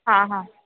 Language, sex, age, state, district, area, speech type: Marathi, female, 30-45, Maharashtra, Akola, urban, conversation